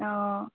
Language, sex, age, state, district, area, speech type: Assamese, female, 18-30, Assam, Tinsukia, urban, conversation